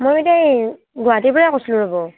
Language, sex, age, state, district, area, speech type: Assamese, female, 30-45, Assam, Barpeta, rural, conversation